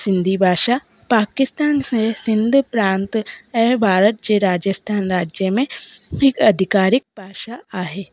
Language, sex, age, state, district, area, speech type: Sindhi, female, 18-30, Rajasthan, Ajmer, urban, spontaneous